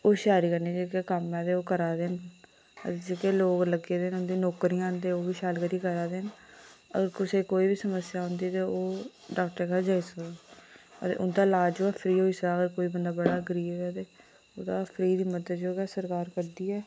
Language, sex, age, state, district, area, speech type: Dogri, female, 18-30, Jammu and Kashmir, Reasi, rural, spontaneous